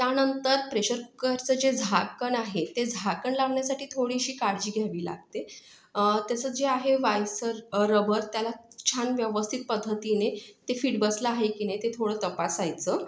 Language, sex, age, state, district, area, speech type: Marathi, female, 18-30, Maharashtra, Yavatmal, urban, spontaneous